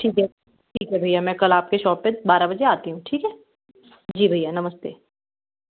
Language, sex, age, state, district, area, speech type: Hindi, female, 30-45, Madhya Pradesh, Gwalior, urban, conversation